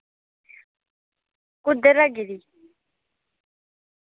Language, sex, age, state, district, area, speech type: Dogri, female, 18-30, Jammu and Kashmir, Samba, rural, conversation